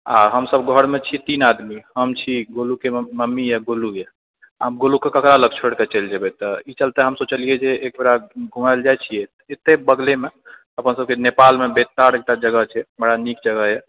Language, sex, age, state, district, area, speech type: Maithili, male, 60+, Bihar, Purnia, rural, conversation